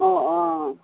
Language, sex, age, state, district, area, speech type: Assamese, female, 45-60, Assam, Kamrup Metropolitan, urban, conversation